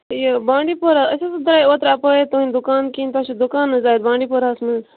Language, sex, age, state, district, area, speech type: Kashmiri, female, 30-45, Jammu and Kashmir, Bandipora, rural, conversation